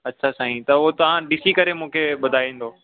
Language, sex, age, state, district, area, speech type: Sindhi, male, 18-30, Delhi, South Delhi, urban, conversation